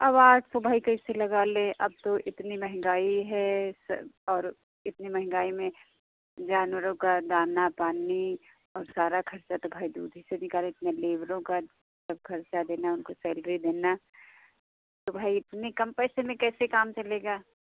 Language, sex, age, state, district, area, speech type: Hindi, female, 60+, Uttar Pradesh, Sitapur, rural, conversation